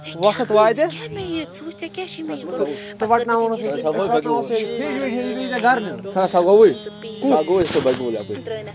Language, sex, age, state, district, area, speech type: Kashmiri, female, 18-30, Jammu and Kashmir, Bandipora, rural, spontaneous